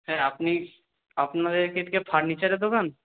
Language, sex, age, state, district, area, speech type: Bengali, male, 45-60, West Bengal, Purba Bardhaman, urban, conversation